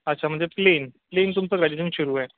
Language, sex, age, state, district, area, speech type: Marathi, male, 45-60, Maharashtra, Nagpur, urban, conversation